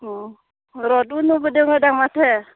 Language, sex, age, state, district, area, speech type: Bodo, female, 30-45, Assam, Udalguri, rural, conversation